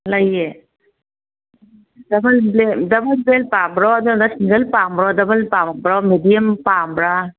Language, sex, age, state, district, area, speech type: Manipuri, female, 60+, Manipur, Kangpokpi, urban, conversation